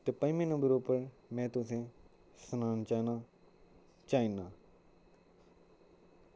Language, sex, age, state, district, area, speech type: Dogri, male, 18-30, Jammu and Kashmir, Kathua, rural, spontaneous